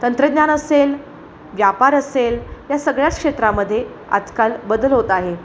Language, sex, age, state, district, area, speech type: Marathi, female, 18-30, Maharashtra, Sangli, urban, spontaneous